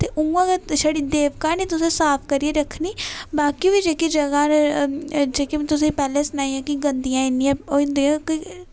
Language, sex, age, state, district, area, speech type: Dogri, female, 18-30, Jammu and Kashmir, Udhampur, rural, spontaneous